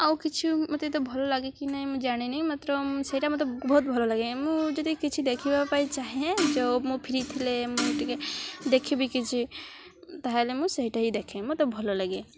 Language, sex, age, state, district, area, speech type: Odia, female, 18-30, Odisha, Malkangiri, urban, spontaneous